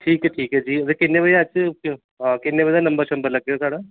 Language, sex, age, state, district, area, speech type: Dogri, male, 30-45, Jammu and Kashmir, Reasi, urban, conversation